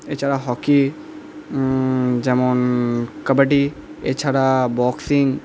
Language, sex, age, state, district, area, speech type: Bengali, male, 18-30, West Bengal, Purba Bardhaman, urban, spontaneous